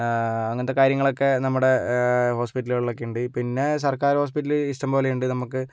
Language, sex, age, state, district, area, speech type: Malayalam, male, 60+, Kerala, Kozhikode, urban, spontaneous